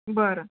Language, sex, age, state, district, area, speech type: Marathi, female, 60+, Maharashtra, Nagpur, urban, conversation